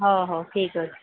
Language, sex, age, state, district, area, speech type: Odia, female, 45-60, Odisha, Sundergarh, rural, conversation